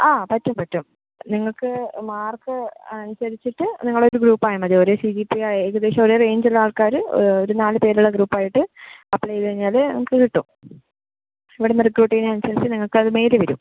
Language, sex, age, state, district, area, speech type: Malayalam, female, 18-30, Kerala, Palakkad, rural, conversation